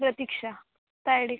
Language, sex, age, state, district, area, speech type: Marathi, female, 18-30, Maharashtra, Amravati, urban, conversation